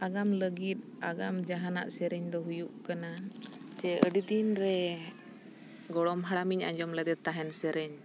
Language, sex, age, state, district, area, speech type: Santali, female, 30-45, Jharkhand, Bokaro, rural, spontaneous